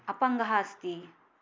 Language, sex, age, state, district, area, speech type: Sanskrit, female, 45-60, Maharashtra, Nagpur, urban, spontaneous